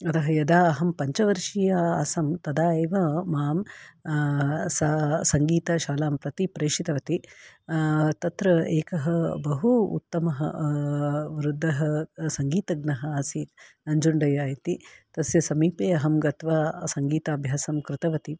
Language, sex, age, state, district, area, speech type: Sanskrit, female, 45-60, Karnataka, Bangalore Urban, urban, spontaneous